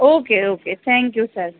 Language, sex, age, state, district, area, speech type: Urdu, female, 30-45, Uttar Pradesh, Rampur, urban, conversation